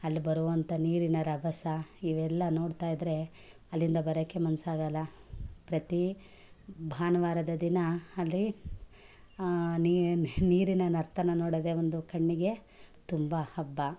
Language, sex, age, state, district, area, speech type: Kannada, female, 45-60, Karnataka, Mandya, urban, spontaneous